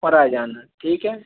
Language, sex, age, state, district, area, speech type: Hindi, male, 18-30, Madhya Pradesh, Harda, urban, conversation